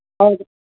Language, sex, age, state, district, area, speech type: Kannada, female, 45-60, Karnataka, Gulbarga, urban, conversation